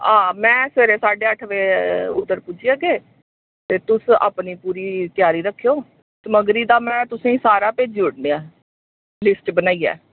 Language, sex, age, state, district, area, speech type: Dogri, female, 30-45, Jammu and Kashmir, Jammu, urban, conversation